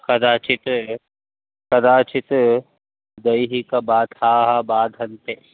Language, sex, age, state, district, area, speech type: Sanskrit, male, 30-45, Karnataka, Bangalore Urban, urban, conversation